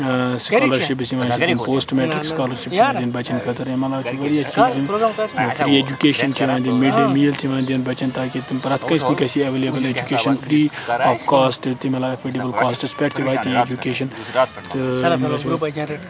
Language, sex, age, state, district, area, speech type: Kashmiri, male, 18-30, Jammu and Kashmir, Baramulla, urban, spontaneous